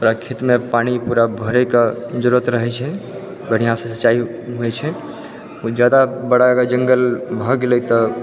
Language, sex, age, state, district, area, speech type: Maithili, male, 18-30, Bihar, Purnia, rural, spontaneous